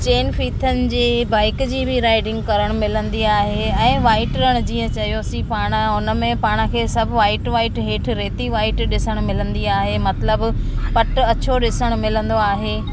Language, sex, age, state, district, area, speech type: Sindhi, female, 45-60, Gujarat, Kutch, urban, spontaneous